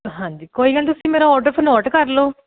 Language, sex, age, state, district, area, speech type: Punjabi, female, 30-45, Punjab, Shaheed Bhagat Singh Nagar, urban, conversation